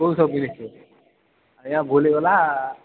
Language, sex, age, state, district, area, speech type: Odia, male, 18-30, Odisha, Sambalpur, rural, conversation